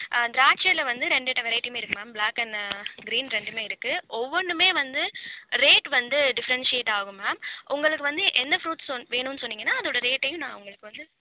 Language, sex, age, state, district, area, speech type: Tamil, female, 45-60, Tamil Nadu, Pudukkottai, rural, conversation